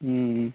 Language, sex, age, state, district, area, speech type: Odia, male, 18-30, Odisha, Puri, urban, conversation